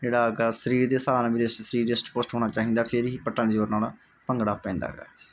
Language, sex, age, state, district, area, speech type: Punjabi, male, 45-60, Punjab, Barnala, rural, spontaneous